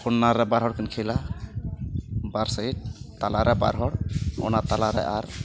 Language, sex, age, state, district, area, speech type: Santali, male, 30-45, West Bengal, Bankura, rural, spontaneous